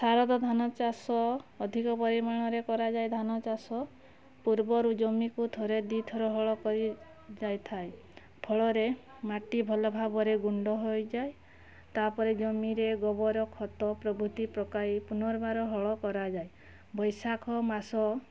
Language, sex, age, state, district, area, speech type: Odia, female, 45-60, Odisha, Mayurbhanj, rural, spontaneous